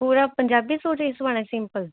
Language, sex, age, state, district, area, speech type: Punjabi, female, 18-30, Punjab, Mohali, urban, conversation